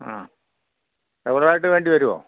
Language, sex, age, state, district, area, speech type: Malayalam, male, 45-60, Kerala, Kottayam, rural, conversation